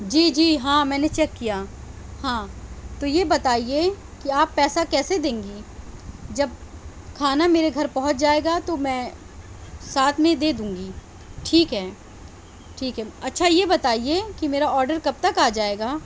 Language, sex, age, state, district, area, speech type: Urdu, female, 18-30, Delhi, South Delhi, urban, spontaneous